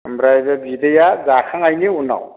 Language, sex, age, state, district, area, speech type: Bodo, male, 60+, Assam, Chirang, rural, conversation